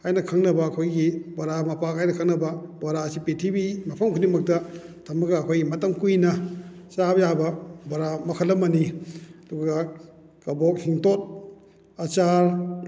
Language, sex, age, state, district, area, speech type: Manipuri, male, 45-60, Manipur, Kakching, rural, spontaneous